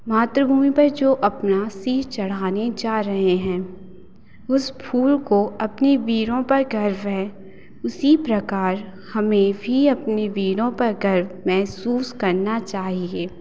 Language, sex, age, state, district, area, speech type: Hindi, female, 18-30, Madhya Pradesh, Hoshangabad, rural, spontaneous